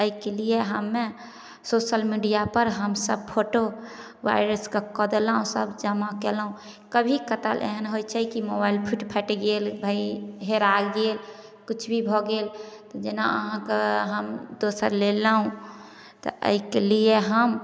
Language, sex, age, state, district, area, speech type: Maithili, female, 30-45, Bihar, Samastipur, urban, spontaneous